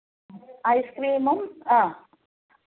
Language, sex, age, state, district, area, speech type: Malayalam, female, 30-45, Kerala, Thiruvananthapuram, rural, conversation